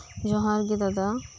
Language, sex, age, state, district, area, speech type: Santali, female, 30-45, West Bengal, Birbhum, rural, spontaneous